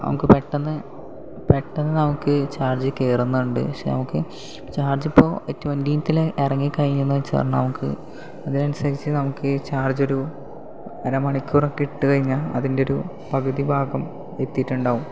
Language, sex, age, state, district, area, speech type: Malayalam, male, 18-30, Kerala, Palakkad, rural, spontaneous